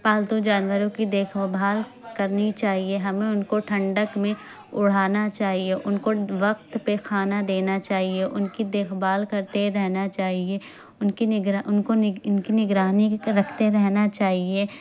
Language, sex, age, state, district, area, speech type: Urdu, female, 30-45, Uttar Pradesh, Lucknow, rural, spontaneous